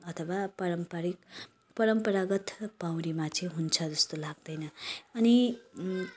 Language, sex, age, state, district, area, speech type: Nepali, female, 30-45, West Bengal, Kalimpong, rural, spontaneous